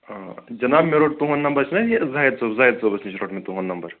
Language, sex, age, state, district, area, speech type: Kashmiri, male, 18-30, Jammu and Kashmir, Kupwara, rural, conversation